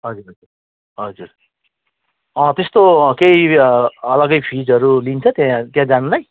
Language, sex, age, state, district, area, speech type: Nepali, male, 45-60, West Bengal, Jalpaiguri, rural, conversation